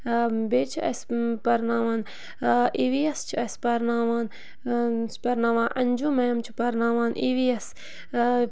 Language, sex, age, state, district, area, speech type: Kashmiri, female, 18-30, Jammu and Kashmir, Bandipora, rural, spontaneous